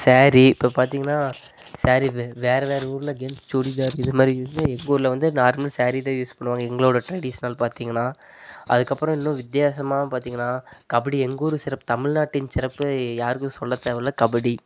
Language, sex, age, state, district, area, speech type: Tamil, male, 18-30, Tamil Nadu, Namakkal, rural, spontaneous